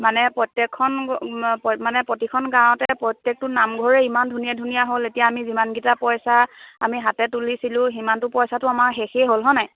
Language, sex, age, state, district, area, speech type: Assamese, female, 18-30, Assam, Lakhimpur, rural, conversation